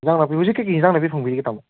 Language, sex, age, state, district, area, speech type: Manipuri, male, 18-30, Manipur, Kangpokpi, urban, conversation